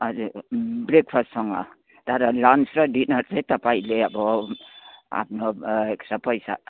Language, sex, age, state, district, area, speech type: Nepali, female, 60+, West Bengal, Kalimpong, rural, conversation